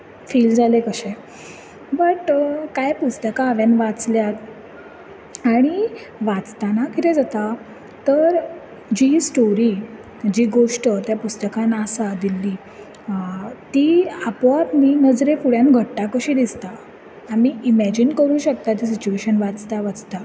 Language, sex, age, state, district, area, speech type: Goan Konkani, female, 18-30, Goa, Bardez, urban, spontaneous